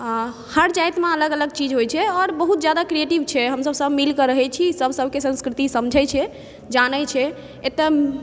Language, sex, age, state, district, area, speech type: Maithili, female, 30-45, Bihar, Supaul, urban, spontaneous